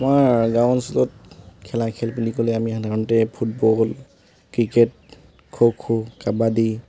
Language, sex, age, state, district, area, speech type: Assamese, male, 18-30, Assam, Tinsukia, urban, spontaneous